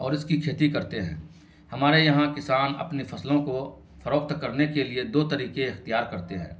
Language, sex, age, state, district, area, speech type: Urdu, male, 45-60, Bihar, Araria, rural, spontaneous